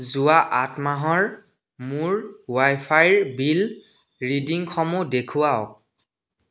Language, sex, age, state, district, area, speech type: Assamese, male, 18-30, Assam, Biswanath, rural, read